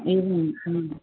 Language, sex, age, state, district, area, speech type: Sanskrit, female, 30-45, Tamil Nadu, Chennai, urban, conversation